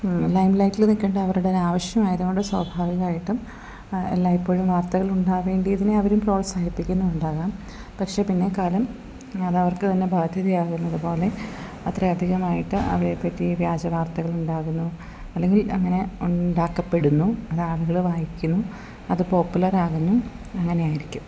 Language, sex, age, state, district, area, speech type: Malayalam, female, 30-45, Kerala, Idukki, rural, spontaneous